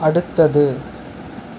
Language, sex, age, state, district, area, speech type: Tamil, male, 30-45, Tamil Nadu, Ariyalur, rural, read